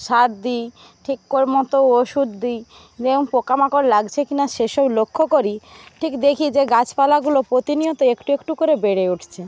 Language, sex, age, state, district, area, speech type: Bengali, female, 60+, West Bengal, Paschim Medinipur, rural, spontaneous